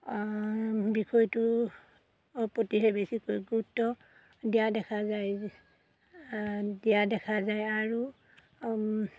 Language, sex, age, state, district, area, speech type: Assamese, female, 30-45, Assam, Golaghat, urban, spontaneous